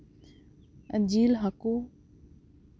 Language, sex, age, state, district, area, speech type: Santali, female, 30-45, West Bengal, Paschim Bardhaman, rural, spontaneous